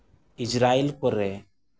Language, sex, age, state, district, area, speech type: Santali, male, 18-30, Jharkhand, East Singhbhum, rural, spontaneous